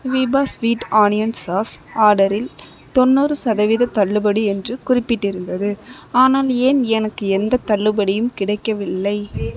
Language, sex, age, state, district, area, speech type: Tamil, female, 18-30, Tamil Nadu, Dharmapuri, urban, read